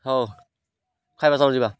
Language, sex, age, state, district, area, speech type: Odia, male, 45-60, Odisha, Malkangiri, urban, spontaneous